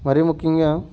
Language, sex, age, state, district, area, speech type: Telugu, male, 45-60, Andhra Pradesh, Alluri Sitarama Raju, rural, spontaneous